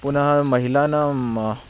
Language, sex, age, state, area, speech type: Sanskrit, male, 18-30, Haryana, rural, spontaneous